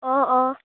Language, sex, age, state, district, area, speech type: Assamese, female, 18-30, Assam, Dhemaji, rural, conversation